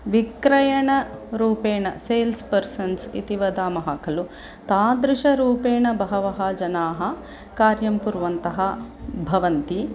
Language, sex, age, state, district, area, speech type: Sanskrit, female, 45-60, Tamil Nadu, Chennai, urban, spontaneous